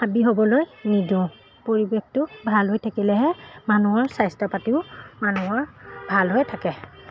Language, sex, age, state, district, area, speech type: Assamese, female, 30-45, Assam, Golaghat, urban, spontaneous